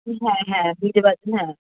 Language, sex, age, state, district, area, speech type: Bengali, female, 60+, West Bengal, Nadia, rural, conversation